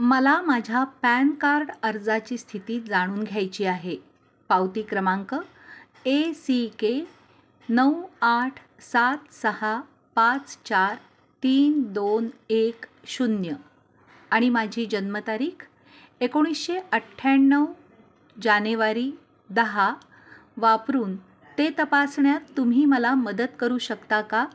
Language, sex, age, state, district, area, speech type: Marathi, female, 45-60, Maharashtra, Kolhapur, urban, read